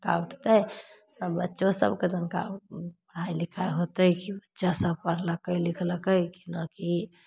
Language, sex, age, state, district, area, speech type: Maithili, female, 30-45, Bihar, Samastipur, rural, spontaneous